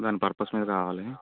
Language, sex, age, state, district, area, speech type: Telugu, male, 30-45, Andhra Pradesh, Alluri Sitarama Raju, rural, conversation